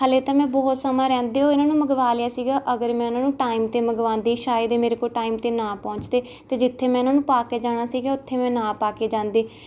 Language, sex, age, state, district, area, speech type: Punjabi, female, 18-30, Punjab, Rupnagar, rural, spontaneous